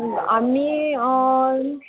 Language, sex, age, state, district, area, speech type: Nepali, female, 30-45, West Bengal, Alipurduar, urban, conversation